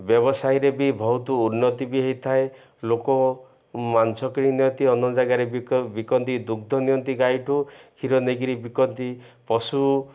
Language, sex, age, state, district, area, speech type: Odia, male, 60+, Odisha, Ganjam, urban, spontaneous